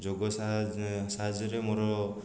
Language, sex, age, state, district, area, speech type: Odia, male, 18-30, Odisha, Khordha, rural, spontaneous